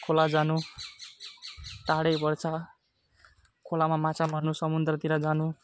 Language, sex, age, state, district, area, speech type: Nepali, male, 18-30, West Bengal, Alipurduar, urban, spontaneous